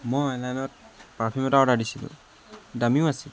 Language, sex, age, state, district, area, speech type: Assamese, male, 18-30, Assam, Jorhat, urban, spontaneous